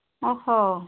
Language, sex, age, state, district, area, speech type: Odia, female, 45-60, Odisha, Sambalpur, rural, conversation